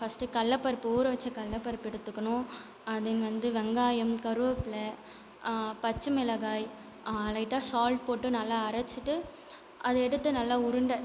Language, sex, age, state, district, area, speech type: Tamil, female, 18-30, Tamil Nadu, Viluppuram, urban, spontaneous